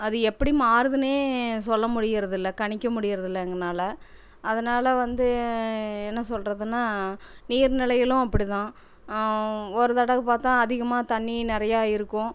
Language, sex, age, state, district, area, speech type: Tamil, female, 45-60, Tamil Nadu, Erode, rural, spontaneous